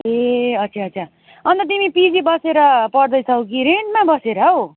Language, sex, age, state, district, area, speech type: Nepali, female, 30-45, West Bengal, Kalimpong, rural, conversation